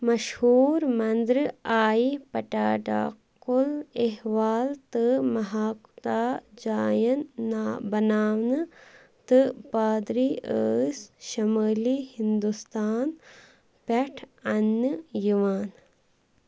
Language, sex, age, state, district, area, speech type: Kashmiri, female, 18-30, Jammu and Kashmir, Shopian, rural, read